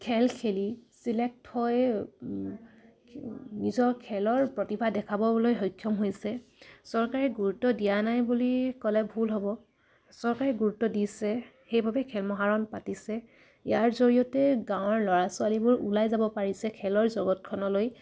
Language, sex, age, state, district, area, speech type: Assamese, female, 18-30, Assam, Dibrugarh, rural, spontaneous